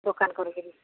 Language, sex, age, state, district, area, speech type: Odia, female, 45-60, Odisha, Sambalpur, rural, conversation